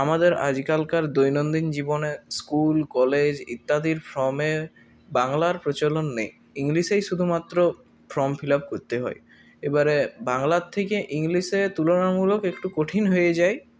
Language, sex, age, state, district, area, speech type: Bengali, male, 18-30, West Bengal, Purulia, urban, spontaneous